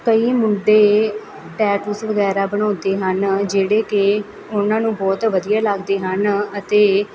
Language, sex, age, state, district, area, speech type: Punjabi, female, 18-30, Punjab, Muktsar, rural, spontaneous